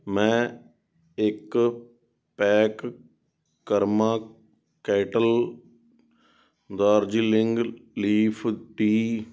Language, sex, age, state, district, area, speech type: Punjabi, male, 18-30, Punjab, Sangrur, urban, read